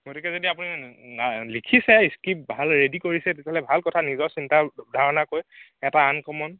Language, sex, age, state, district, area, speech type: Assamese, male, 18-30, Assam, Nagaon, rural, conversation